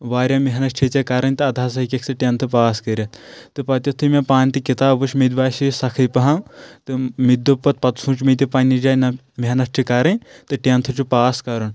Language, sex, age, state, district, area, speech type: Kashmiri, male, 30-45, Jammu and Kashmir, Anantnag, rural, spontaneous